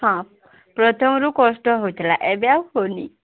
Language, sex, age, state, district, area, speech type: Odia, female, 18-30, Odisha, Sambalpur, rural, conversation